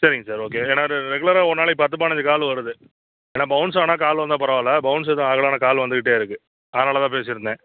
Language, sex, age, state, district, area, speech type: Tamil, male, 45-60, Tamil Nadu, Madurai, rural, conversation